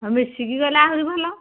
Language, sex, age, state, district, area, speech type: Odia, female, 60+, Odisha, Jharsuguda, rural, conversation